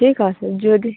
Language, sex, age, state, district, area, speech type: Bengali, female, 18-30, West Bengal, Dakshin Dinajpur, urban, conversation